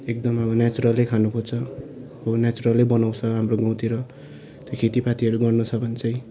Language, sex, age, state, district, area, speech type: Nepali, male, 18-30, West Bengal, Darjeeling, rural, spontaneous